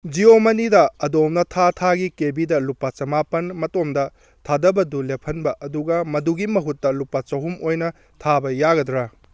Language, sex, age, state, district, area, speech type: Manipuri, male, 30-45, Manipur, Kakching, rural, read